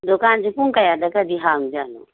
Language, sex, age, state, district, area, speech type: Manipuri, female, 45-60, Manipur, Imphal East, rural, conversation